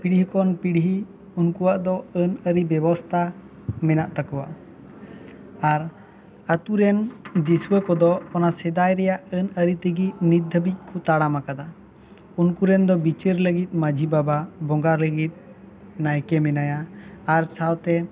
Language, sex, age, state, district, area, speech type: Santali, male, 18-30, West Bengal, Bankura, rural, spontaneous